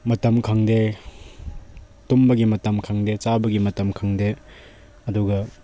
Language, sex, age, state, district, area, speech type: Manipuri, male, 18-30, Manipur, Chandel, rural, spontaneous